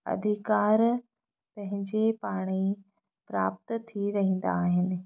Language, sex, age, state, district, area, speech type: Sindhi, female, 30-45, Madhya Pradesh, Katni, rural, spontaneous